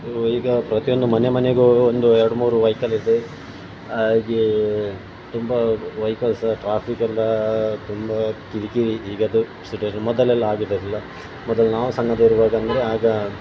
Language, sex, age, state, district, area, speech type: Kannada, male, 30-45, Karnataka, Dakshina Kannada, rural, spontaneous